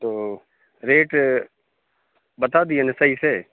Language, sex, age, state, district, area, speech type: Urdu, male, 30-45, Bihar, Khagaria, rural, conversation